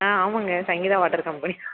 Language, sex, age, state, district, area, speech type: Tamil, female, 30-45, Tamil Nadu, Cuddalore, rural, conversation